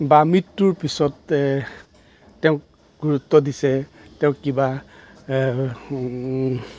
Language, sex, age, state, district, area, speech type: Assamese, male, 45-60, Assam, Darrang, rural, spontaneous